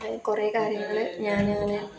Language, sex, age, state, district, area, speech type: Malayalam, female, 18-30, Kerala, Kozhikode, rural, spontaneous